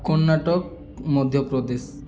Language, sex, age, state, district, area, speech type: Odia, male, 18-30, Odisha, Balangir, urban, spontaneous